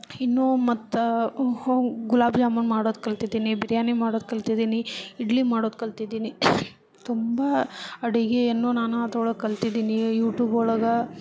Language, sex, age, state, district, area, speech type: Kannada, female, 30-45, Karnataka, Gadag, rural, spontaneous